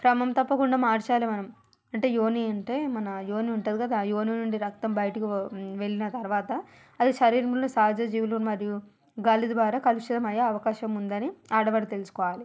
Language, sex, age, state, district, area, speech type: Telugu, female, 45-60, Telangana, Hyderabad, rural, spontaneous